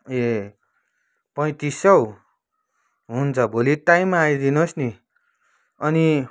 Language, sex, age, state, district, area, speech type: Nepali, male, 30-45, West Bengal, Kalimpong, rural, spontaneous